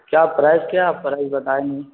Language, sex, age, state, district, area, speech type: Urdu, male, 18-30, Bihar, Gaya, urban, conversation